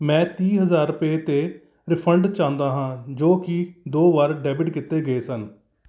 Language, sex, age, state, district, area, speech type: Punjabi, male, 45-60, Punjab, Kapurthala, urban, read